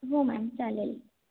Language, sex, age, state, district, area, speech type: Marathi, female, 18-30, Maharashtra, Ahmednagar, rural, conversation